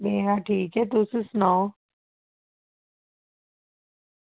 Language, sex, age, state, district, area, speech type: Dogri, female, 30-45, Jammu and Kashmir, Reasi, urban, conversation